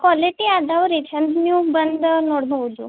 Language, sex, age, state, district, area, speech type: Kannada, female, 18-30, Karnataka, Belgaum, rural, conversation